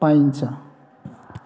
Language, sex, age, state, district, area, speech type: Nepali, male, 60+, West Bengal, Darjeeling, rural, spontaneous